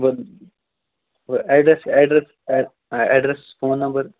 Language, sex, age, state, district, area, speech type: Kashmiri, male, 30-45, Jammu and Kashmir, Kupwara, rural, conversation